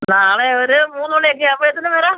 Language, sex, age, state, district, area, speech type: Malayalam, female, 45-60, Kerala, Kollam, rural, conversation